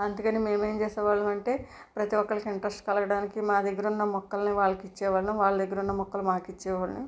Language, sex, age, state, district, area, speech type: Telugu, female, 45-60, Andhra Pradesh, East Godavari, rural, spontaneous